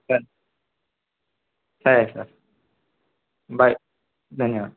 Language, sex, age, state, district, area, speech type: Telugu, male, 18-30, Telangana, Adilabad, rural, conversation